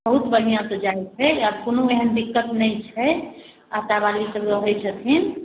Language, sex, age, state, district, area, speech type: Maithili, male, 45-60, Bihar, Sitamarhi, urban, conversation